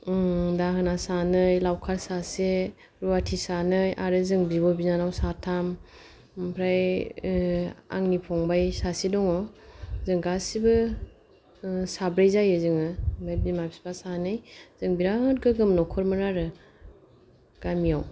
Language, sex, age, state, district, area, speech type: Bodo, female, 45-60, Assam, Kokrajhar, rural, spontaneous